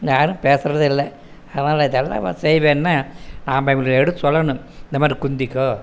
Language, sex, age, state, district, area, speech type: Tamil, male, 60+, Tamil Nadu, Erode, rural, spontaneous